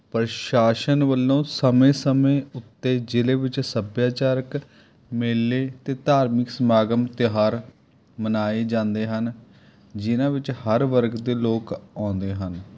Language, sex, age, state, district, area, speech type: Punjabi, male, 30-45, Punjab, Mohali, urban, spontaneous